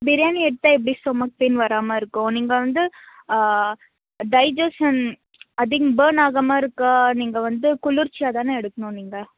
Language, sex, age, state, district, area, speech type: Tamil, female, 18-30, Tamil Nadu, Krishnagiri, rural, conversation